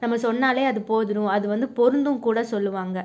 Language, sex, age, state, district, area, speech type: Tamil, female, 30-45, Tamil Nadu, Cuddalore, urban, spontaneous